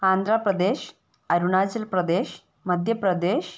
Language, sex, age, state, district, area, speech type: Malayalam, female, 30-45, Kerala, Wayanad, rural, spontaneous